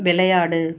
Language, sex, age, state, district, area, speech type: Tamil, female, 30-45, Tamil Nadu, Salem, rural, read